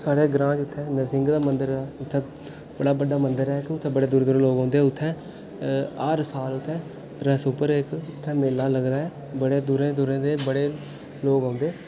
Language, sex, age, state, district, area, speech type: Dogri, male, 18-30, Jammu and Kashmir, Udhampur, rural, spontaneous